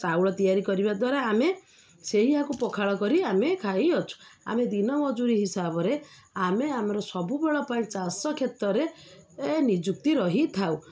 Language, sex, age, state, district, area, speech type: Odia, female, 30-45, Odisha, Jagatsinghpur, urban, spontaneous